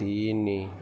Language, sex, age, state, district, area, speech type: Odia, male, 60+, Odisha, Kendujhar, urban, read